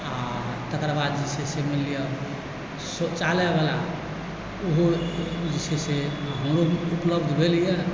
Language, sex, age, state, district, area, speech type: Maithili, male, 45-60, Bihar, Supaul, rural, spontaneous